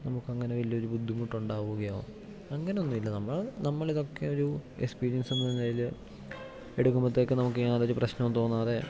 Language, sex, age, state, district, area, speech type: Malayalam, male, 18-30, Kerala, Idukki, rural, spontaneous